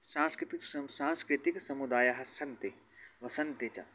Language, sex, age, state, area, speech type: Sanskrit, male, 18-30, Haryana, rural, spontaneous